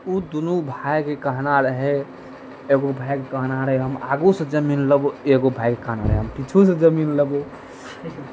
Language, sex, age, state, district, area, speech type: Maithili, male, 18-30, Bihar, Araria, urban, spontaneous